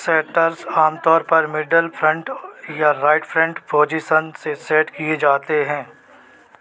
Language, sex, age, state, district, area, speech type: Hindi, male, 30-45, Madhya Pradesh, Seoni, urban, read